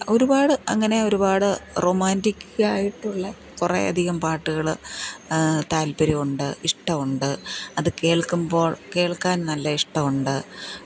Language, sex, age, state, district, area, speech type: Malayalam, female, 45-60, Kerala, Thiruvananthapuram, rural, spontaneous